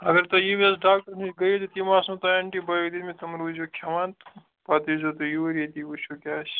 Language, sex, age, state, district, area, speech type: Kashmiri, male, 18-30, Jammu and Kashmir, Kupwara, urban, conversation